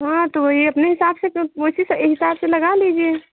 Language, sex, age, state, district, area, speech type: Hindi, female, 45-60, Uttar Pradesh, Hardoi, rural, conversation